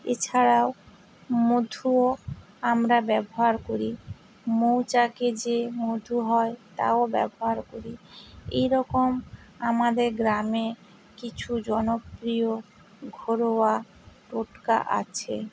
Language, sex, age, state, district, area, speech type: Bengali, female, 60+, West Bengal, Purba Medinipur, rural, spontaneous